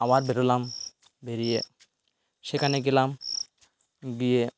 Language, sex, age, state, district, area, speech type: Bengali, male, 45-60, West Bengal, Birbhum, urban, spontaneous